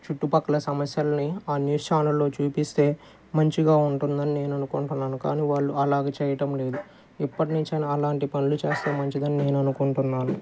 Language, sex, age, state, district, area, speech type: Telugu, male, 30-45, Andhra Pradesh, Guntur, urban, spontaneous